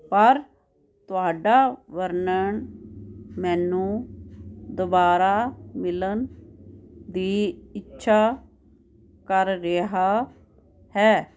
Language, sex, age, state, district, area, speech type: Punjabi, female, 60+, Punjab, Fazilka, rural, read